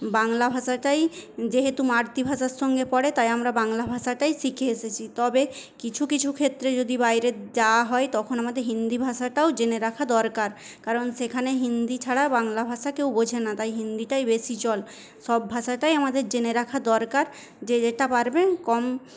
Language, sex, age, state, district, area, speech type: Bengali, female, 18-30, West Bengal, Paschim Medinipur, rural, spontaneous